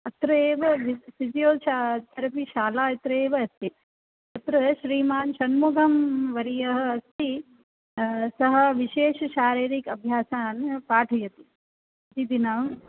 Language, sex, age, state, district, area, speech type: Sanskrit, female, 45-60, Rajasthan, Jaipur, rural, conversation